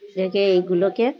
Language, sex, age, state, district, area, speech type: Bengali, female, 30-45, West Bengal, Birbhum, urban, spontaneous